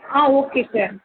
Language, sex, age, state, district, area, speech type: Tamil, female, 18-30, Tamil Nadu, Chennai, urban, conversation